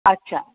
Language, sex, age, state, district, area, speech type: Marathi, female, 45-60, Maharashtra, Pune, urban, conversation